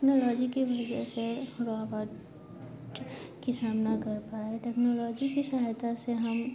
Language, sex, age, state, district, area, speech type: Hindi, female, 18-30, Bihar, Madhepura, rural, spontaneous